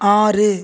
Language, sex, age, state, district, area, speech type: Tamil, female, 30-45, Tamil Nadu, Tiruchirappalli, rural, read